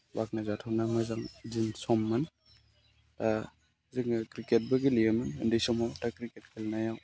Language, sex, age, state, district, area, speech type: Bodo, male, 18-30, Assam, Udalguri, urban, spontaneous